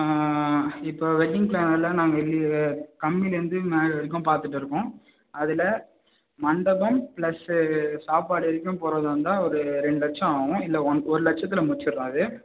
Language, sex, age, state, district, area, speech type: Tamil, male, 18-30, Tamil Nadu, Vellore, rural, conversation